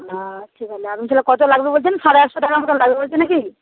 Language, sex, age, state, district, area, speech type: Bengali, female, 30-45, West Bengal, Paschim Medinipur, rural, conversation